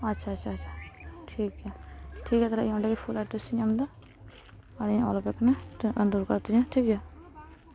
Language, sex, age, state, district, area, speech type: Santali, female, 18-30, West Bengal, Paschim Bardhaman, rural, spontaneous